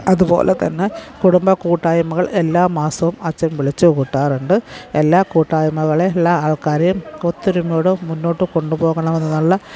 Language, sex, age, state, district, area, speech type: Malayalam, female, 45-60, Kerala, Pathanamthitta, rural, spontaneous